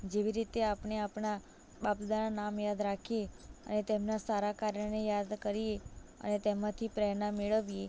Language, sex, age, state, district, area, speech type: Gujarati, female, 18-30, Gujarat, Anand, rural, spontaneous